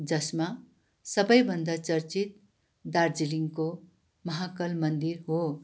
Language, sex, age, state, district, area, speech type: Nepali, female, 60+, West Bengal, Darjeeling, rural, spontaneous